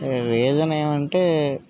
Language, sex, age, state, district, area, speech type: Telugu, male, 60+, Andhra Pradesh, Vizianagaram, rural, spontaneous